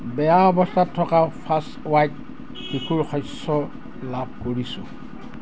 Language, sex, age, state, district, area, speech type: Assamese, male, 60+, Assam, Dibrugarh, rural, read